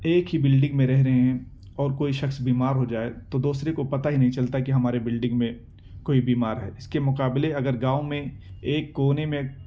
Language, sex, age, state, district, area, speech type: Urdu, male, 18-30, Delhi, Central Delhi, urban, spontaneous